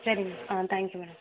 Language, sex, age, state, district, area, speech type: Tamil, female, 60+, Tamil Nadu, Sivaganga, rural, conversation